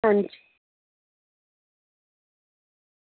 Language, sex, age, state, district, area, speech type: Dogri, female, 30-45, Jammu and Kashmir, Reasi, urban, conversation